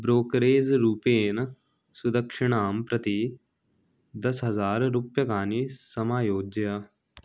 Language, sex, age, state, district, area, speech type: Sanskrit, male, 18-30, Bihar, Samastipur, rural, read